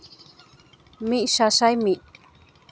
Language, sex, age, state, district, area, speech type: Santali, female, 18-30, West Bengal, Uttar Dinajpur, rural, spontaneous